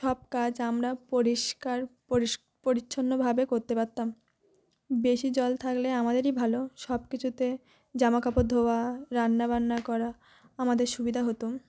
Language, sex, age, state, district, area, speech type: Bengali, female, 18-30, West Bengal, Uttar Dinajpur, urban, spontaneous